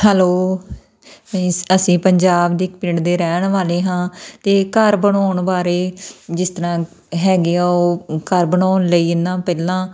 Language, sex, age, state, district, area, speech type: Punjabi, female, 30-45, Punjab, Tarn Taran, rural, spontaneous